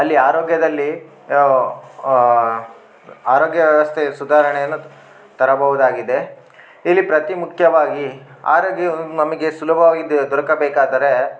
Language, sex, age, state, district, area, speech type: Kannada, male, 18-30, Karnataka, Bellary, rural, spontaneous